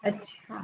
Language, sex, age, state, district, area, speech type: Sindhi, female, 30-45, Madhya Pradesh, Katni, urban, conversation